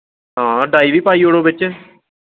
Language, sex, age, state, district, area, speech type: Dogri, male, 30-45, Jammu and Kashmir, Samba, urban, conversation